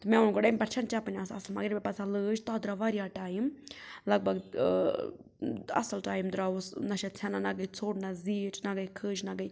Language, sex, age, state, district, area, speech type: Kashmiri, other, 30-45, Jammu and Kashmir, Budgam, rural, spontaneous